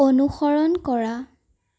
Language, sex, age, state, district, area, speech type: Assamese, female, 18-30, Assam, Sonitpur, rural, read